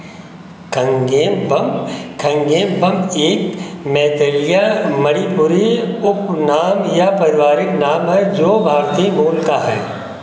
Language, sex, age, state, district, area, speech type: Hindi, male, 60+, Uttar Pradesh, Hardoi, rural, read